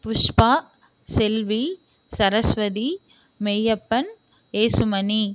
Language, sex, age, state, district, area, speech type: Tamil, female, 30-45, Tamil Nadu, Erode, rural, spontaneous